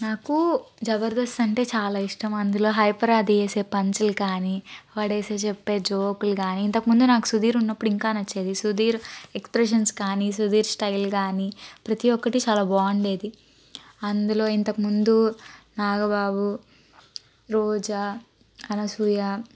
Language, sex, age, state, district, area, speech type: Telugu, female, 30-45, Andhra Pradesh, Guntur, urban, spontaneous